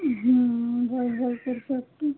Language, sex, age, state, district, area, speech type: Bengali, female, 18-30, West Bengal, Malda, urban, conversation